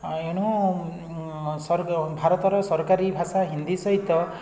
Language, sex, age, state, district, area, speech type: Odia, male, 45-60, Odisha, Puri, urban, spontaneous